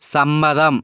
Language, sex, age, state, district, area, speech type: Malayalam, male, 30-45, Kerala, Wayanad, rural, read